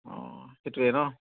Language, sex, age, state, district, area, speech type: Assamese, male, 18-30, Assam, Dibrugarh, urban, conversation